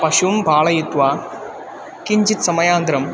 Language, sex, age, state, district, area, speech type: Sanskrit, male, 18-30, Tamil Nadu, Kanyakumari, urban, spontaneous